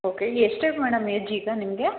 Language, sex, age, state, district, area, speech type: Kannada, female, 30-45, Karnataka, Hassan, urban, conversation